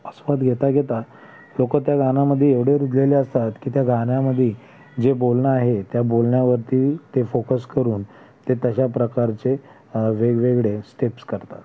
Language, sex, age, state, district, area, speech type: Marathi, male, 30-45, Maharashtra, Thane, urban, spontaneous